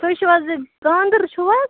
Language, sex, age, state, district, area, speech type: Kashmiri, other, 18-30, Jammu and Kashmir, Budgam, rural, conversation